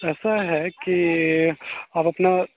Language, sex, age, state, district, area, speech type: Maithili, male, 18-30, Bihar, Sitamarhi, rural, conversation